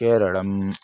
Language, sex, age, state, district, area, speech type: Sanskrit, male, 18-30, Karnataka, Chikkamagaluru, urban, spontaneous